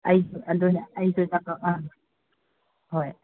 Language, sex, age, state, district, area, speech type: Manipuri, female, 60+, Manipur, Kangpokpi, urban, conversation